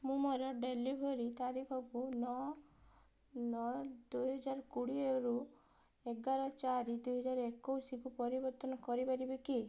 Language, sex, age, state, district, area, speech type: Odia, female, 18-30, Odisha, Balasore, rural, read